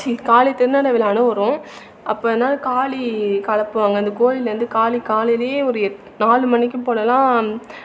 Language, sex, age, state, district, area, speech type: Tamil, female, 18-30, Tamil Nadu, Thanjavur, urban, spontaneous